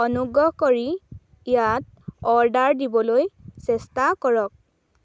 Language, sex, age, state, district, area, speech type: Assamese, female, 18-30, Assam, Dhemaji, rural, read